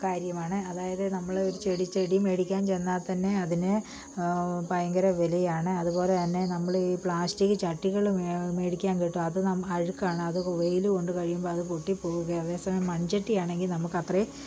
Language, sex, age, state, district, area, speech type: Malayalam, female, 45-60, Kerala, Kottayam, rural, spontaneous